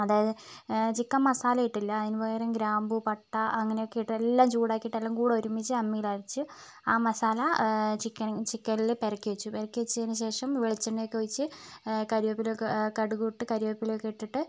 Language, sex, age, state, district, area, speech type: Malayalam, female, 18-30, Kerala, Wayanad, rural, spontaneous